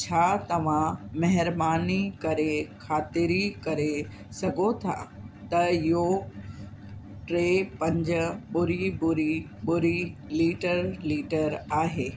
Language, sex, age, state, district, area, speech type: Sindhi, female, 45-60, Uttar Pradesh, Lucknow, rural, read